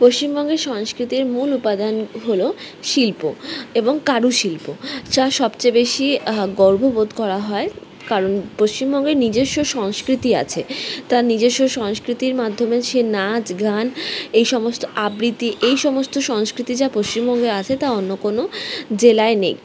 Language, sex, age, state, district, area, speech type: Bengali, female, 18-30, West Bengal, Kolkata, urban, spontaneous